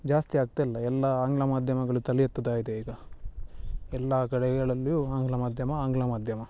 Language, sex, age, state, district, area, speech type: Kannada, male, 30-45, Karnataka, Dakshina Kannada, rural, spontaneous